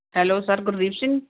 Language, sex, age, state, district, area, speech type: Punjabi, female, 45-60, Punjab, Barnala, urban, conversation